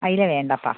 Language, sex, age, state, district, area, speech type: Malayalam, female, 30-45, Kerala, Kozhikode, urban, conversation